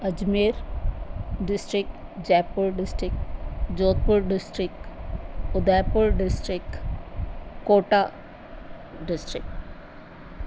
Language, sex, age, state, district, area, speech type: Sindhi, female, 60+, Rajasthan, Ajmer, urban, spontaneous